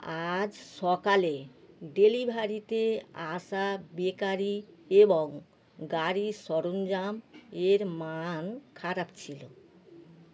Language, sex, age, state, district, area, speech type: Bengali, female, 60+, West Bengal, North 24 Parganas, urban, read